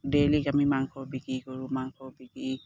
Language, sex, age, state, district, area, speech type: Assamese, female, 45-60, Assam, Dibrugarh, rural, spontaneous